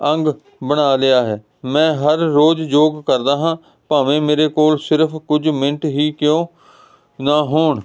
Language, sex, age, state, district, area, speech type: Punjabi, male, 45-60, Punjab, Hoshiarpur, urban, spontaneous